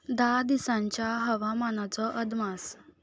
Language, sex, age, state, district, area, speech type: Goan Konkani, female, 18-30, Goa, Ponda, rural, read